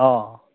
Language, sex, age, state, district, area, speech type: Assamese, male, 45-60, Assam, Majuli, urban, conversation